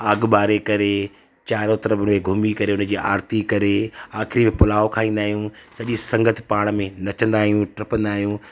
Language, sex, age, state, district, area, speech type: Sindhi, male, 30-45, Madhya Pradesh, Katni, urban, spontaneous